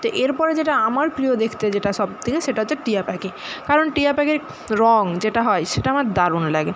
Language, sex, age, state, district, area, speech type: Bengali, female, 18-30, West Bengal, Purba Medinipur, rural, spontaneous